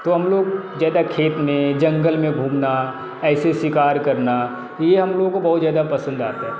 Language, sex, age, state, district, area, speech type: Hindi, male, 30-45, Bihar, Darbhanga, rural, spontaneous